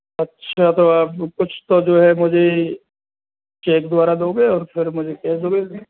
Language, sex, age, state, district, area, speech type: Hindi, male, 60+, Rajasthan, Karauli, rural, conversation